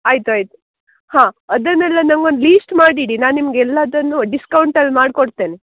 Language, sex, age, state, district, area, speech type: Kannada, female, 18-30, Karnataka, Uttara Kannada, rural, conversation